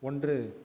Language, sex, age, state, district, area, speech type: Tamil, male, 30-45, Tamil Nadu, Viluppuram, urban, read